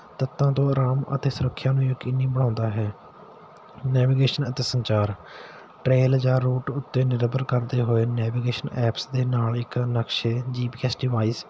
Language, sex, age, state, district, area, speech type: Punjabi, male, 18-30, Punjab, Patiala, urban, spontaneous